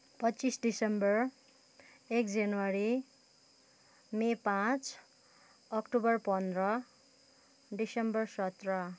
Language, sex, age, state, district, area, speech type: Nepali, female, 30-45, West Bengal, Kalimpong, rural, spontaneous